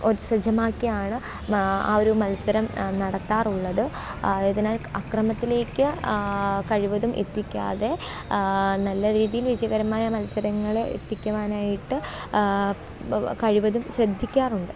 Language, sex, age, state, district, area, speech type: Malayalam, female, 18-30, Kerala, Alappuzha, rural, spontaneous